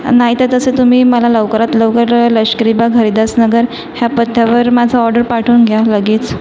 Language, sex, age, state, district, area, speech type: Marathi, female, 18-30, Maharashtra, Nagpur, urban, spontaneous